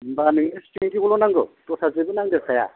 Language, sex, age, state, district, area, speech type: Bodo, male, 45-60, Assam, Kokrajhar, rural, conversation